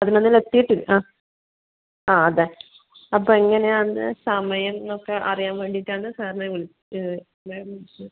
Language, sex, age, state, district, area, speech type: Malayalam, female, 30-45, Kerala, Kannur, urban, conversation